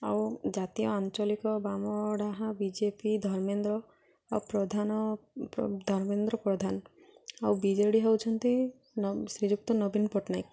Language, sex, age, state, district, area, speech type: Odia, female, 18-30, Odisha, Malkangiri, urban, spontaneous